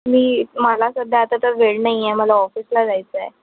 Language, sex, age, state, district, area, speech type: Marathi, female, 18-30, Maharashtra, Nagpur, urban, conversation